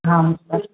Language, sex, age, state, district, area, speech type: Sanskrit, female, 18-30, Kerala, Thrissur, urban, conversation